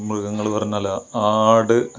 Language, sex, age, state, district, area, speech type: Malayalam, male, 30-45, Kerala, Malappuram, rural, spontaneous